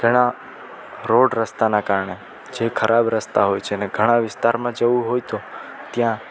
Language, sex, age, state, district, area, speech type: Gujarati, male, 18-30, Gujarat, Rajkot, rural, spontaneous